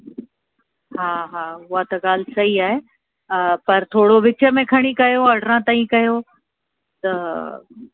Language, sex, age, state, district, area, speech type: Sindhi, female, 30-45, Uttar Pradesh, Lucknow, urban, conversation